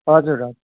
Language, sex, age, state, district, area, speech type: Nepali, male, 45-60, West Bengal, Kalimpong, rural, conversation